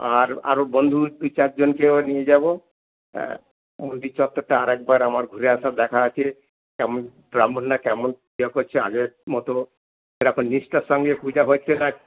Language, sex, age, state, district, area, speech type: Bengali, male, 60+, West Bengal, Darjeeling, rural, conversation